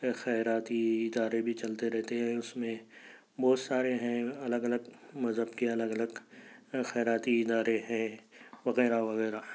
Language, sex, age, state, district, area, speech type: Urdu, male, 30-45, Telangana, Hyderabad, urban, spontaneous